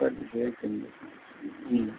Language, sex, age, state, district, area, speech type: Tamil, male, 60+, Tamil Nadu, Vellore, rural, conversation